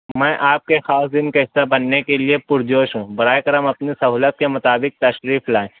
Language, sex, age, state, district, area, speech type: Urdu, male, 60+, Maharashtra, Nashik, urban, conversation